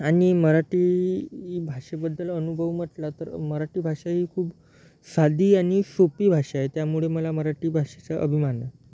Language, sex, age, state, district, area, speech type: Marathi, male, 18-30, Maharashtra, Yavatmal, rural, spontaneous